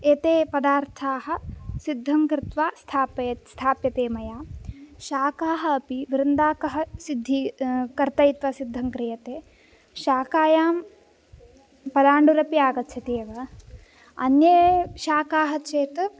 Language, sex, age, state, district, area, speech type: Sanskrit, female, 18-30, Tamil Nadu, Coimbatore, rural, spontaneous